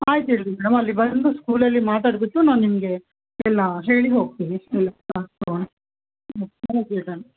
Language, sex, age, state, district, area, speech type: Kannada, female, 30-45, Karnataka, Bellary, rural, conversation